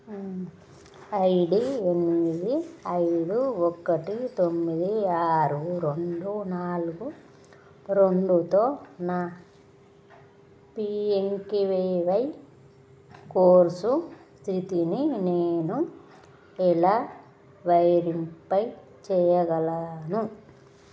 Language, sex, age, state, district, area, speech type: Telugu, female, 30-45, Telangana, Jagtial, rural, read